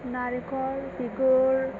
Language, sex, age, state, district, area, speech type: Bodo, female, 18-30, Assam, Chirang, rural, spontaneous